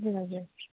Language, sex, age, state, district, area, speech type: Nepali, female, 18-30, West Bengal, Darjeeling, rural, conversation